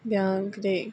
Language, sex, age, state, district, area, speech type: Odia, female, 18-30, Odisha, Sundergarh, urban, spontaneous